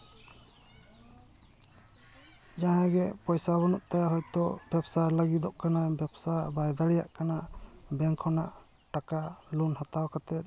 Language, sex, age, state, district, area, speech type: Santali, male, 30-45, West Bengal, Jhargram, rural, spontaneous